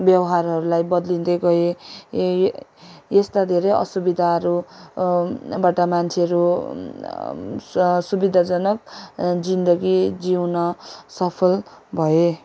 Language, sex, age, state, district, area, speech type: Nepali, female, 18-30, West Bengal, Darjeeling, rural, spontaneous